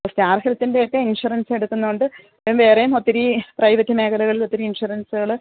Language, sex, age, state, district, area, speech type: Malayalam, female, 45-60, Kerala, Kollam, rural, conversation